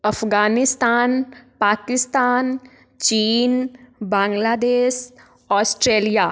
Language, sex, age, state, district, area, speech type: Hindi, female, 18-30, Madhya Pradesh, Ujjain, urban, spontaneous